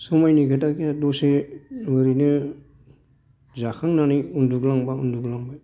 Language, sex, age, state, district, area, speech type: Bodo, male, 60+, Assam, Kokrajhar, urban, spontaneous